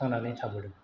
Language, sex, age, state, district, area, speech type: Bodo, male, 30-45, Assam, Chirang, rural, spontaneous